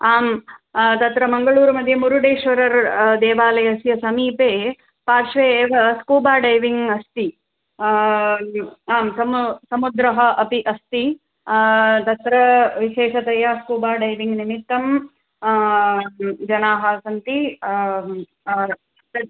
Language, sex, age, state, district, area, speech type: Sanskrit, female, 45-60, Tamil Nadu, Chennai, urban, conversation